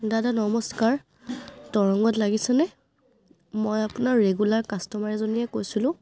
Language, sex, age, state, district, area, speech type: Assamese, female, 30-45, Assam, Charaideo, urban, spontaneous